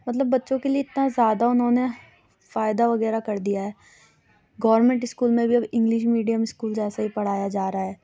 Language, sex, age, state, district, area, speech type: Urdu, female, 18-30, Delhi, South Delhi, urban, spontaneous